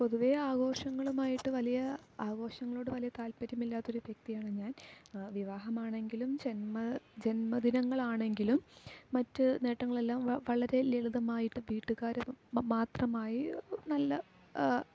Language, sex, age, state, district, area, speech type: Malayalam, female, 18-30, Kerala, Malappuram, rural, spontaneous